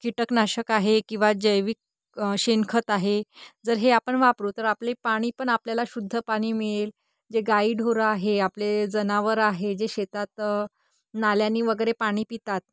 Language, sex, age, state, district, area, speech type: Marathi, female, 30-45, Maharashtra, Nagpur, urban, spontaneous